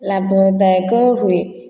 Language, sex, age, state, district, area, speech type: Odia, female, 30-45, Odisha, Puri, urban, spontaneous